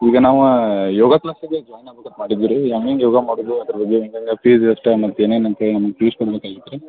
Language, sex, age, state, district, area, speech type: Kannada, male, 30-45, Karnataka, Belgaum, rural, conversation